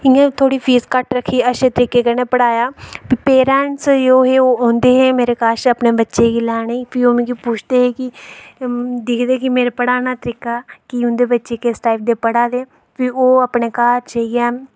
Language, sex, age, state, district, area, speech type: Dogri, female, 18-30, Jammu and Kashmir, Reasi, rural, spontaneous